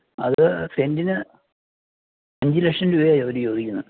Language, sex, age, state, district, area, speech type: Malayalam, male, 60+, Kerala, Idukki, rural, conversation